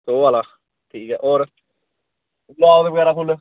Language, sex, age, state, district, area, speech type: Dogri, male, 30-45, Jammu and Kashmir, Samba, urban, conversation